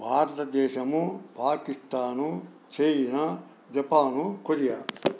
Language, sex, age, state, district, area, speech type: Telugu, male, 60+, Andhra Pradesh, Sri Satya Sai, urban, spontaneous